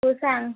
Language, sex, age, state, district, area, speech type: Marathi, female, 18-30, Maharashtra, Amravati, rural, conversation